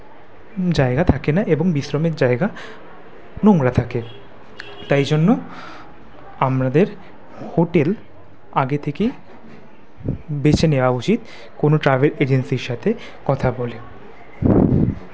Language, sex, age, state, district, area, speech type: Bengali, male, 18-30, West Bengal, Kolkata, urban, spontaneous